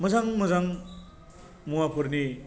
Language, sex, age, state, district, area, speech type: Bodo, male, 45-60, Assam, Baksa, rural, spontaneous